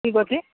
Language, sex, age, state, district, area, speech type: Odia, male, 45-60, Odisha, Nabarangpur, rural, conversation